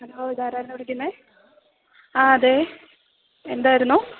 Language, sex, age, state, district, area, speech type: Malayalam, female, 30-45, Kerala, Idukki, rural, conversation